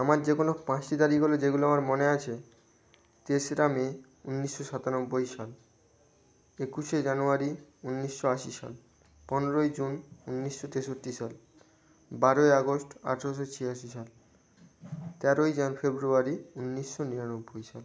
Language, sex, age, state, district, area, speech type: Bengali, male, 18-30, West Bengal, Nadia, rural, spontaneous